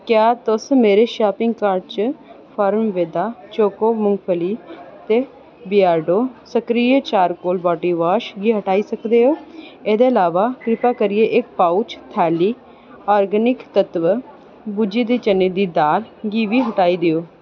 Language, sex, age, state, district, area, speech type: Dogri, female, 18-30, Jammu and Kashmir, Reasi, urban, read